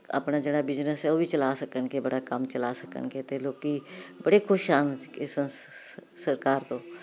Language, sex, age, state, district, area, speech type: Punjabi, female, 60+, Punjab, Jalandhar, urban, spontaneous